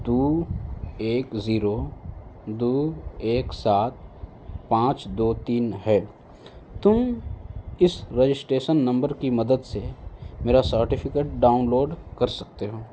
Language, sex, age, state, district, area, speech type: Urdu, male, 18-30, Delhi, North East Delhi, urban, spontaneous